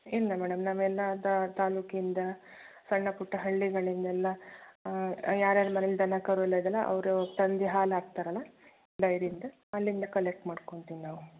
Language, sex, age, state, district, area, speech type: Kannada, female, 30-45, Karnataka, Shimoga, rural, conversation